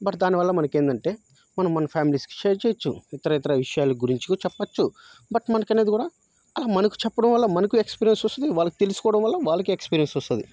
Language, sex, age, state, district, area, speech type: Telugu, male, 18-30, Andhra Pradesh, Nellore, rural, spontaneous